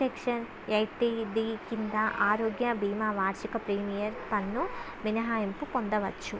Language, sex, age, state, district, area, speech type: Telugu, female, 18-30, Andhra Pradesh, Visakhapatnam, urban, spontaneous